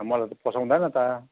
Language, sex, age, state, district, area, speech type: Nepali, male, 45-60, West Bengal, Jalpaiguri, urban, conversation